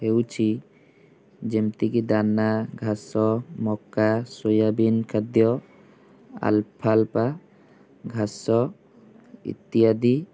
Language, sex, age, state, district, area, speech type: Odia, male, 18-30, Odisha, Kendujhar, urban, spontaneous